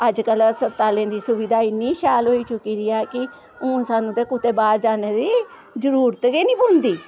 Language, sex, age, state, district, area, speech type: Dogri, female, 45-60, Jammu and Kashmir, Samba, rural, spontaneous